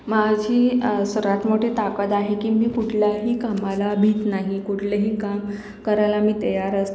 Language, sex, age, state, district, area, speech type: Marathi, female, 45-60, Maharashtra, Akola, urban, spontaneous